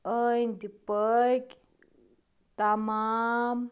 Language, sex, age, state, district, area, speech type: Kashmiri, female, 30-45, Jammu and Kashmir, Pulwama, rural, read